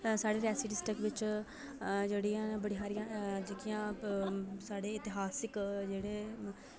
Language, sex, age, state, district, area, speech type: Dogri, female, 18-30, Jammu and Kashmir, Reasi, rural, spontaneous